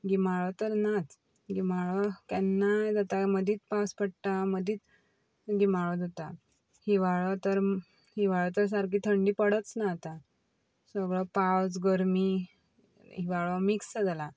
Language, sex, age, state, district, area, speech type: Goan Konkani, female, 18-30, Goa, Ponda, rural, spontaneous